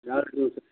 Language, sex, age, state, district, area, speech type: Kannada, male, 45-60, Karnataka, Belgaum, rural, conversation